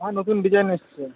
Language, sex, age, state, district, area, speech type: Bengali, male, 18-30, West Bengal, Howrah, urban, conversation